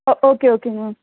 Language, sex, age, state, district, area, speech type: Tamil, female, 30-45, Tamil Nadu, Nilgiris, urban, conversation